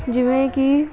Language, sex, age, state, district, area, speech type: Punjabi, female, 18-30, Punjab, Pathankot, urban, spontaneous